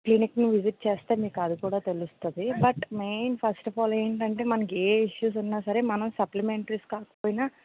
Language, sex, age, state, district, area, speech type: Telugu, female, 18-30, Telangana, Mancherial, rural, conversation